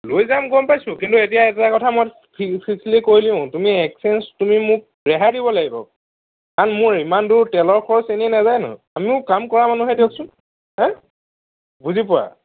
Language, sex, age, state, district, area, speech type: Assamese, male, 30-45, Assam, Nagaon, rural, conversation